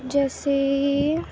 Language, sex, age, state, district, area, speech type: Urdu, female, 18-30, Uttar Pradesh, Ghaziabad, rural, spontaneous